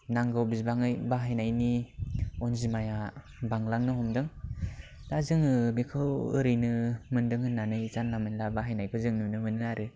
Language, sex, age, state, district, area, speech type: Bodo, male, 18-30, Assam, Kokrajhar, rural, spontaneous